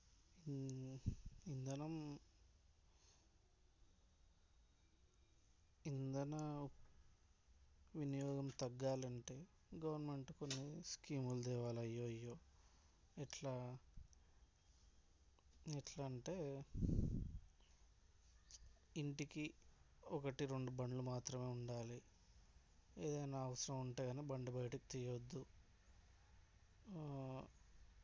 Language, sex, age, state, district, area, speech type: Telugu, male, 18-30, Telangana, Hyderabad, rural, spontaneous